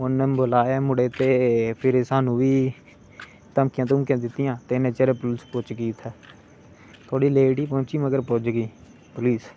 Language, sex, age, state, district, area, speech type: Dogri, male, 18-30, Jammu and Kashmir, Samba, urban, spontaneous